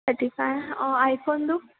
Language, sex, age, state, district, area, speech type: Kannada, female, 18-30, Karnataka, Belgaum, rural, conversation